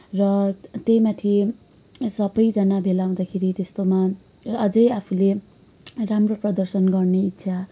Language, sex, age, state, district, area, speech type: Nepali, female, 18-30, West Bengal, Kalimpong, rural, spontaneous